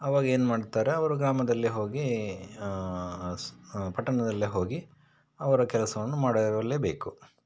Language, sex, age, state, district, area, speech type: Kannada, male, 30-45, Karnataka, Shimoga, rural, spontaneous